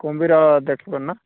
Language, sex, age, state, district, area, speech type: Odia, male, 45-60, Odisha, Rayagada, rural, conversation